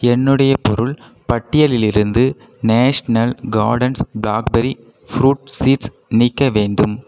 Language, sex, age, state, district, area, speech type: Tamil, male, 18-30, Tamil Nadu, Cuddalore, rural, read